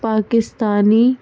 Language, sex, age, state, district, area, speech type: Urdu, female, 30-45, Delhi, North East Delhi, urban, spontaneous